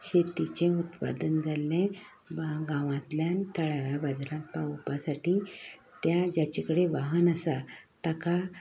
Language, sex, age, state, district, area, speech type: Goan Konkani, female, 60+, Goa, Canacona, rural, spontaneous